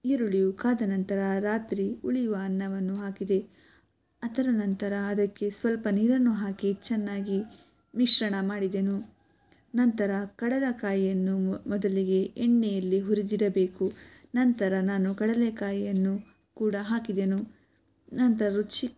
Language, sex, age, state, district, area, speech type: Kannada, female, 18-30, Karnataka, Shimoga, rural, spontaneous